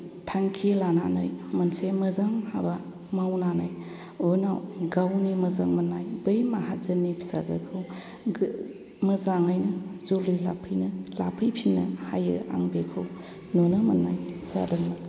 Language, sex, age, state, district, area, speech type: Bodo, female, 45-60, Assam, Chirang, rural, spontaneous